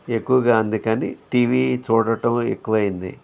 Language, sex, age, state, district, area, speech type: Telugu, male, 60+, Andhra Pradesh, N T Rama Rao, urban, spontaneous